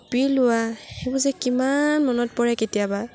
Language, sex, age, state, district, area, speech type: Assamese, female, 30-45, Assam, Lakhimpur, rural, spontaneous